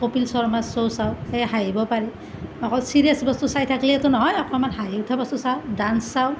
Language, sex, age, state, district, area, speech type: Assamese, female, 30-45, Assam, Nalbari, rural, spontaneous